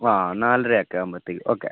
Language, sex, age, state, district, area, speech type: Malayalam, male, 30-45, Kerala, Wayanad, rural, conversation